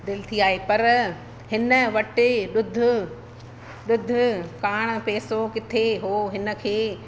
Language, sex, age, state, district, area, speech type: Sindhi, female, 45-60, Madhya Pradesh, Katni, rural, spontaneous